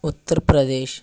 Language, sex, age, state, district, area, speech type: Telugu, male, 30-45, Andhra Pradesh, Eluru, rural, spontaneous